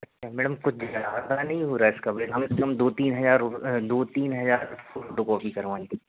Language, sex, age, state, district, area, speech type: Hindi, male, 18-30, Madhya Pradesh, Narsinghpur, rural, conversation